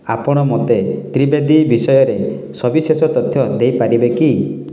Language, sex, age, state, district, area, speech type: Odia, male, 30-45, Odisha, Kalahandi, rural, read